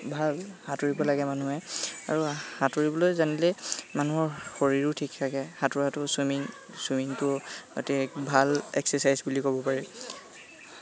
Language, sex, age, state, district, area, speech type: Assamese, male, 18-30, Assam, Lakhimpur, rural, spontaneous